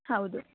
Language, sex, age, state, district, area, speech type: Kannada, female, 18-30, Karnataka, Shimoga, rural, conversation